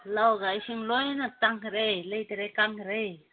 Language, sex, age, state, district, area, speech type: Manipuri, female, 30-45, Manipur, Senapati, rural, conversation